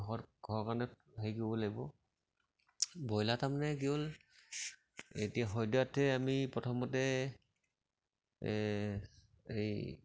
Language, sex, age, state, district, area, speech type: Assamese, male, 45-60, Assam, Sivasagar, rural, spontaneous